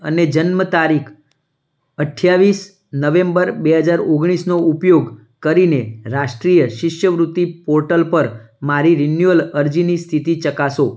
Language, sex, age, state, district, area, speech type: Gujarati, male, 18-30, Gujarat, Mehsana, rural, read